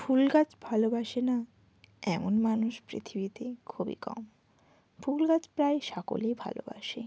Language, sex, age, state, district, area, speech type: Bengali, female, 18-30, West Bengal, Bankura, urban, spontaneous